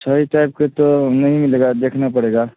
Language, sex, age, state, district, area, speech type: Maithili, male, 18-30, Bihar, Darbhanga, rural, conversation